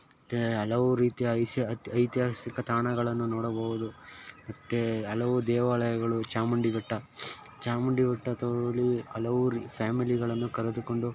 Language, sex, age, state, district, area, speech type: Kannada, male, 18-30, Karnataka, Mysore, urban, spontaneous